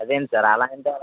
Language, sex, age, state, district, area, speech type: Telugu, male, 18-30, Telangana, Khammam, rural, conversation